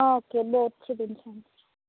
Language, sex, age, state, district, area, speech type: Telugu, female, 45-60, Andhra Pradesh, Eluru, rural, conversation